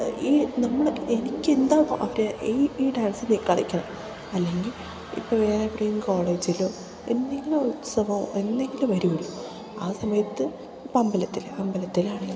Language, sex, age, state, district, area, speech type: Malayalam, female, 18-30, Kerala, Idukki, rural, spontaneous